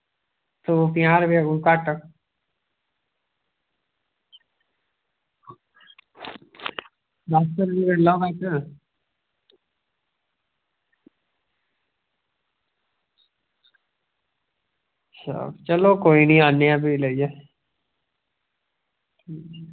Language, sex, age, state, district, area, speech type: Dogri, male, 18-30, Jammu and Kashmir, Jammu, rural, conversation